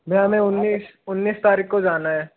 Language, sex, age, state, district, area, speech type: Hindi, male, 18-30, Rajasthan, Jaipur, urban, conversation